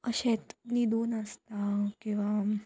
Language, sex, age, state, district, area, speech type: Goan Konkani, female, 18-30, Goa, Murmgao, rural, spontaneous